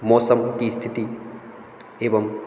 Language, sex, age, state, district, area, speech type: Hindi, male, 30-45, Madhya Pradesh, Hoshangabad, rural, spontaneous